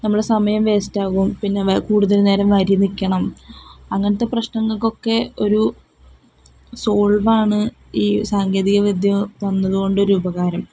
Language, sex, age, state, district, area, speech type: Malayalam, female, 18-30, Kerala, Palakkad, rural, spontaneous